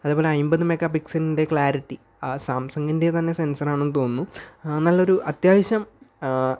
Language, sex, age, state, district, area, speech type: Malayalam, male, 18-30, Kerala, Kasaragod, rural, spontaneous